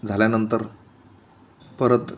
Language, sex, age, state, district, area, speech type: Marathi, male, 18-30, Maharashtra, Buldhana, rural, spontaneous